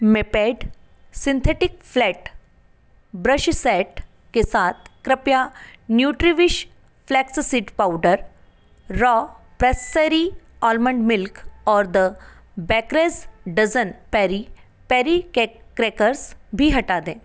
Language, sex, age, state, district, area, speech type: Hindi, female, 30-45, Madhya Pradesh, Ujjain, urban, read